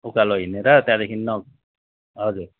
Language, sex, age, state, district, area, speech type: Nepali, male, 30-45, West Bengal, Darjeeling, rural, conversation